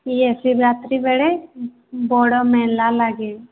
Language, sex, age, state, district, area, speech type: Odia, female, 18-30, Odisha, Sundergarh, urban, conversation